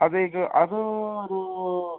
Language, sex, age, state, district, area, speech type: Malayalam, male, 18-30, Kerala, Kozhikode, urban, conversation